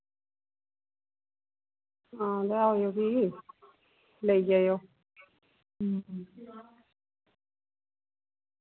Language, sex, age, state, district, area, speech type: Dogri, female, 45-60, Jammu and Kashmir, Reasi, rural, conversation